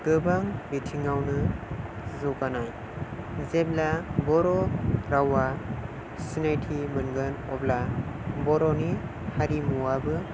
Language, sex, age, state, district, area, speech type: Bodo, male, 18-30, Assam, Chirang, rural, spontaneous